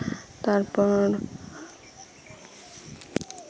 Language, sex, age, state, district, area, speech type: Santali, female, 18-30, West Bengal, Birbhum, rural, spontaneous